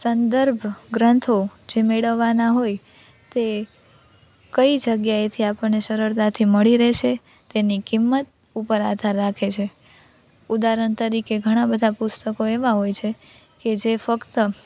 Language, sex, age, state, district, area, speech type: Gujarati, female, 18-30, Gujarat, Rajkot, urban, spontaneous